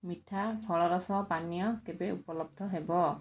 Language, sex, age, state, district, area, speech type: Odia, female, 45-60, Odisha, Kandhamal, rural, read